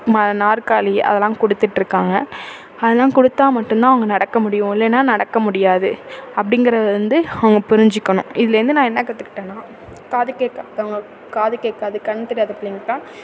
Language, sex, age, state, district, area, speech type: Tamil, female, 30-45, Tamil Nadu, Thanjavur, urban, spontaneous